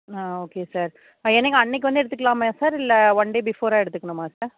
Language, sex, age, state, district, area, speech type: Tamil, female, 30-45, Tamil Nadu, Tiruvarur, rural, conversation